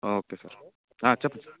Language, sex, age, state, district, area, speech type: Telugu, male, 30-45, Andhra Pradesh, Alluri Sitarama Raju, rural, conversation